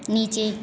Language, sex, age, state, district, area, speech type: Hindi, female, 30-45, Uttar Pradesh, Azamgarh, rural, read